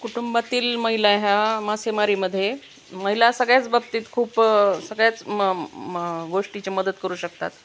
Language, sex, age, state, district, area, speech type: Marathi, female, 45-60, Maharashtra, Osmanabad, rural, spontaneous